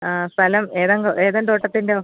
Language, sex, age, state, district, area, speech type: Malayalam, female, 45-60, Kerala, Alappuzha, rural, conversation